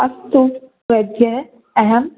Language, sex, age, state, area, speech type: Sanskrit, female, 18-30, Rajasthan, urban, conversation